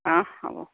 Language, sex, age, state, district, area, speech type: Assamese, female, 60+, Assam, Sivasagar, rural, conversation